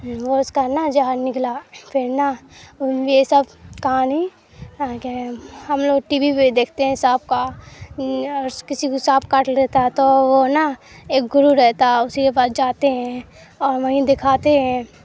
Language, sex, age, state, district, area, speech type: Urdu, female, 18-30, Bihar, Supaul, rural, spontaneous